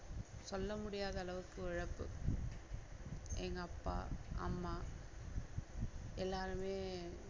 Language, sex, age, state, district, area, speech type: Tamil, female, 60+, Tamil Nadu, Mayiladuthurai, rural, spontaneous